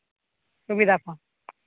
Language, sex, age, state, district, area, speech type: Santali, male, 18-30, Jharkhand, East Singhbhum, rural, conversation